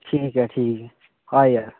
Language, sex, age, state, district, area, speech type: Dogri, male, 18-30, Jammu and Kashmir, Udhampur, rural, conversation